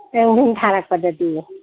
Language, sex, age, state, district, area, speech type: Manipuri, female, 60+, Manipur, Kangpokpi, urban, conversation